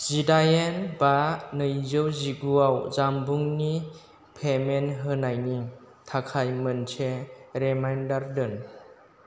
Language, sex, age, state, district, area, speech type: Bodo, male, 30-45, Assam, Chirang, rural, read